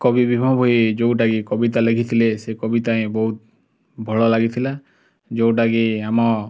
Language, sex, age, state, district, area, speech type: Odia, male, 30-45, Odisha, Kalahandi, rural, spontaneous